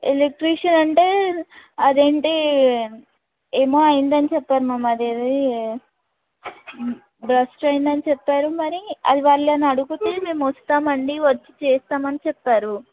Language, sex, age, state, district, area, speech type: Telugu, female, 18-30, Telangana, Warangal, rural, conversation